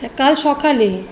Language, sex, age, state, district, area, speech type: Bengali, female, 30-45, West Bengal, South 24 Parganas, urban, spontaneous